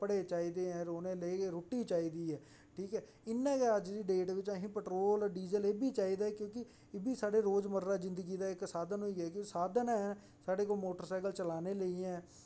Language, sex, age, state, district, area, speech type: Dogri, male, 18-30, Jammu and Kashmir, Reasi, rural, spontaneous